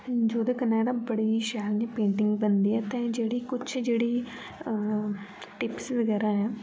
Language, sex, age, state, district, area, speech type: Dogri, female, 18-30, Jammu and Kashmir, Jammu, urban, spontaneous